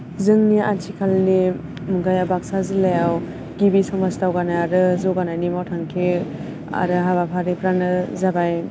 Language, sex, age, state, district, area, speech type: Bodo, female, 18-30, Assam, Baksa, rural, spontaneous